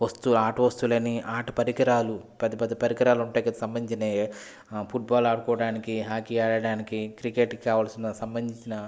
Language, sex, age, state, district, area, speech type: Telugu, male, 30-45, Andhra Pradesh, West Godavari, rural, spontaneous